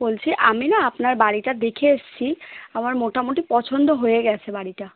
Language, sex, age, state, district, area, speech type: Bengali, female, 30-45, West Bengal, Kolkata, urban, conversation